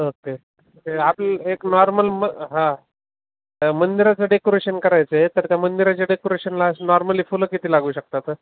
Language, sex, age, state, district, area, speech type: Marathi, male, 30-45, Maharashtra, Osmanabad, rural, conversation